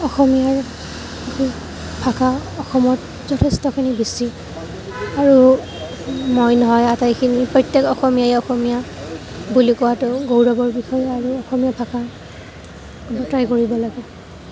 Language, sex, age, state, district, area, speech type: Assamese, female, 18-30, Assam, Kamrup Metropolitan, urban, spontaneous